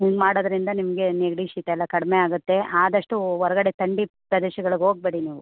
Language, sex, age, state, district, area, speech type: Kannada, female, 45-60, Karnataka, Mandya, urban, conversation